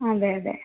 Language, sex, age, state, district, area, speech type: Malayalam, female, 18-30, Kerala, Thiruvananthapuram, urban, conversation